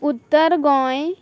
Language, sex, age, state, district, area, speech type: Goan Konkani, female, 18-30, Goa, Quepem, rural, spontaneous